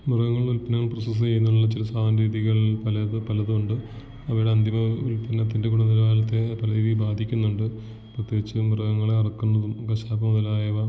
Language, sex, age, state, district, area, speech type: Malayalam, male, 18-30, Kerala, Idukki, rural, spontaneous